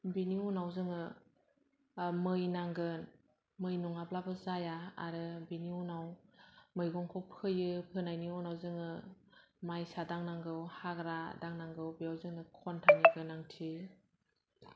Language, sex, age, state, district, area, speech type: Bodo, female, 30-45, Assam, Kokrajhar, rural, spontaneous